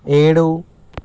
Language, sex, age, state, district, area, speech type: Telugu, male, 18-30, Telangana, Nirmal, rural, read